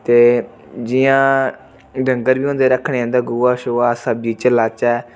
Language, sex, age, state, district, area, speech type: Dogri, male, 30-45, Jammu and Kashmir, Reasi, rural, spontaneous